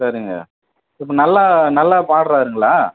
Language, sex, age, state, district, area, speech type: Tamil, male, 45-60, Tamil Nadu, Vellore, rural, conversation